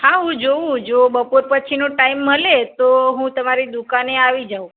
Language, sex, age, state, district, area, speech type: Gujarati, female, 45-60, Gujarat, Mehsana, rural, conversation